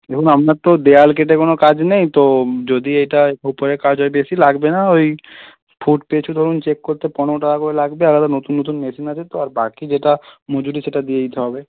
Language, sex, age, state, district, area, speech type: Bengali, male, 18-30, West Bengal, Hooghly, urban, conversation